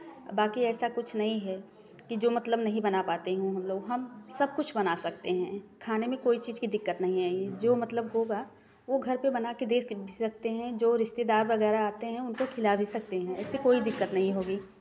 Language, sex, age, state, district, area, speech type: Hindi, female, 30-45, Uttar Pradesh, Prayagraj, rural, spontaneous